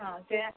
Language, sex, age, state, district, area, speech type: Odia, female, 60+, Odisha, Gajapati, rural, conversation